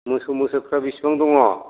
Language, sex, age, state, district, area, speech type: Bodo, male, 45-60, Assam, Chirang, rural, conversation